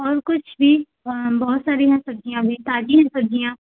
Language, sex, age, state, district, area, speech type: Hindi, female, 18-30, Uttar Pradesh, Azamgarh, rural, conversation